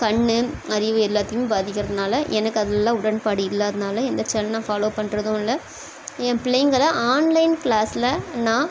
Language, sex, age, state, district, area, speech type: Tamil, female, 30-45, Tamil Nadu, Chennai, urban, spontaneous